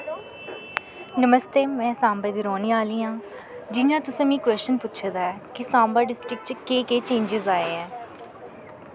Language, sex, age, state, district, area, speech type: Dogri, female, 18-30, Jammu and Kashmir, Samba, urban, spontaneous